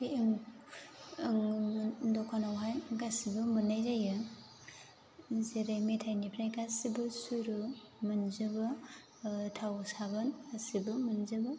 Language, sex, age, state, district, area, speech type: Bodo, female, 30-45, Assam, Chirang, rural, spontaneous